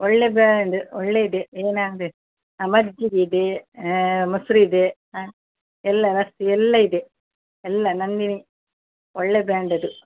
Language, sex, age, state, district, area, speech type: Kannada, female, 60+, Karnataka, Dakshina Kannada, rural, conversation